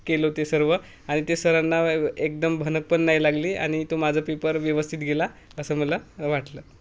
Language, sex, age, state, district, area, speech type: Marathi, male, 18-30, Maharashtra, Gadchiroli, rural, spontaneous